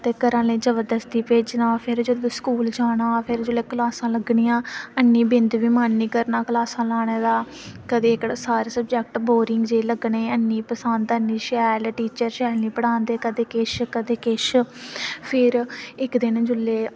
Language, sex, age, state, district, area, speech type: Dogri, female, 18-30, Jammu and Kashmir, Samba, rural, spontaneous